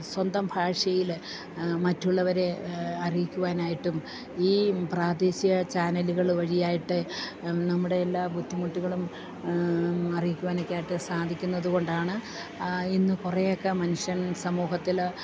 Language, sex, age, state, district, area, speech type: Malayalam, female, 45-60, Kerala, Idukki, rural, spontaneous